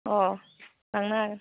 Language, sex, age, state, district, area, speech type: Bodo, female, 30-45, Assam, Udalguri, urban, conversation